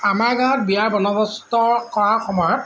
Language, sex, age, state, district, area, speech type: Assamese, male, 30-45, Assam, Lakhimpur, rural, spontaneous